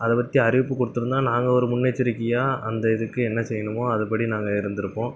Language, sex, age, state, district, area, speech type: Tamil, male, 18-30, Tamil Nadu, Thoothukudi, rural, spontaneous